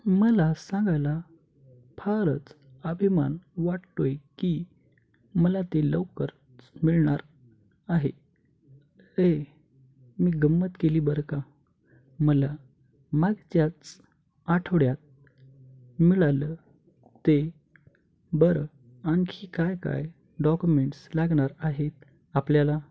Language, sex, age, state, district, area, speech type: Marathi, male, 18-30, Maharashtra, Hingoli, urban, read